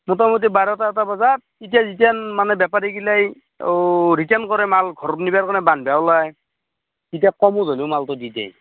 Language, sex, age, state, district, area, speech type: Assamese, male, 30-45, Assam, Darrang, rural, conversation